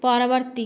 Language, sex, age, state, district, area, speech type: Odia, female, 18-30, Odisha, Nayagarh, rural, read